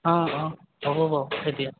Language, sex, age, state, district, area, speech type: Assamese, male, 45-60, Assam, Lakhimpur, rural, conversation